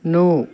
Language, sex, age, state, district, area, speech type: Hindi, male, 30-45, Madhya Pradesh, Hoshangabad, urban, read